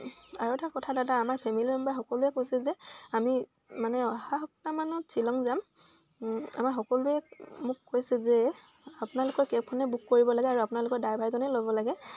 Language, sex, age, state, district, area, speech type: Assamese, female, 18-30, Assam, Tinsukia, urban, spontaneous